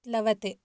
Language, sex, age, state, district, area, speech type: Sanskrit, female, 18-30, Karnataka, Shimoga, urban, read